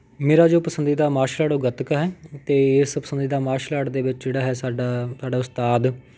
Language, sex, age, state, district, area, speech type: Punjabi, male, 30-45, Punjab, Patiala, urban, spontaneous